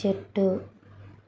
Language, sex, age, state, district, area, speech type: Telugu, female, 30-45, Andhra Pradesh, Anakapalli, urban, read